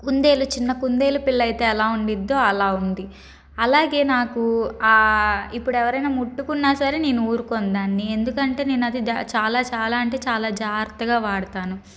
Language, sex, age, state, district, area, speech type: Telugu, female, 30-45, Andhra Pradesh, Palnadu, urban, spontaneous